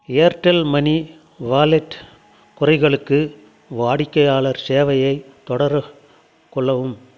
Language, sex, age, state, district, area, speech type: Tamil, male, 60+, Tamil Nadu, Krishnagiri, rural, read